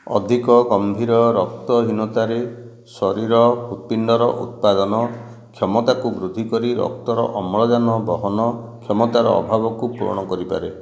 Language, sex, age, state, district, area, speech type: Odia, male, 45-60, Odisha, Nayagarh, rural, read